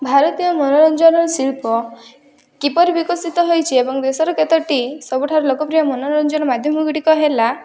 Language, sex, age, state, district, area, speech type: Odia, female, 18-30, Odisha, Rayagada, rural, spontaneous